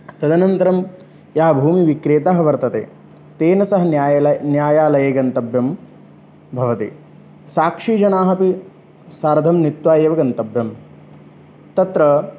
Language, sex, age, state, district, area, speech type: Sanskrit, male, 18-30, Uttar Pradesh, Lucknow, urban, spontaneous